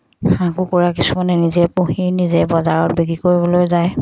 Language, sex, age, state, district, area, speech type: Assamese, female, 45-60, Assam, Dibrugarh, rural, spontaneous